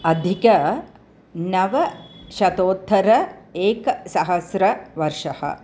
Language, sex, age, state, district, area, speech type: Sanskrit, female, 60+, Tamil Nadu, Chennai, urban, spontaneous